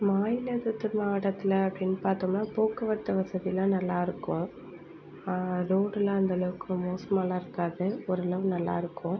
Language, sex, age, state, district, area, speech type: Tamil, female, 18-30, Tamil Nadu, Mayiladuthurai, urban, spontaneous